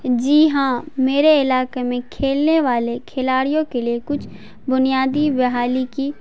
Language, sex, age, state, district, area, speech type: Urdu, female, 18-30, Bihar, Madhubani, urban, spontaneous